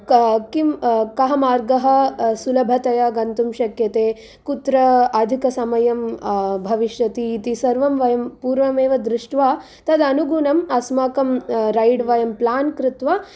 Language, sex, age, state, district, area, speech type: Sanskrit, female, 18-30, Andhra Pradesh, Guntur, urban, spontaneous